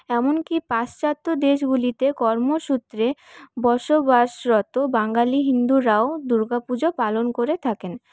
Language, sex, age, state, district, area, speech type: Bengali, female, 18-30, West Bengal, Paschim Bardhaman, urban, spontaneous